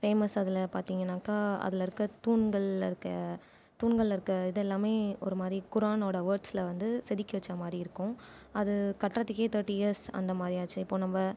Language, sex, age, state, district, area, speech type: Tamil, female, 18-30, Tamil Nadu, Viluppuram, urban, spontaneous